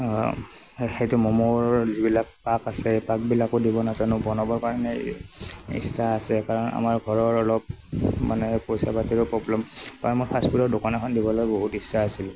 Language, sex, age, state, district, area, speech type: Assamese, male, 45-60, Assam, Morigaon, rural, spontaneous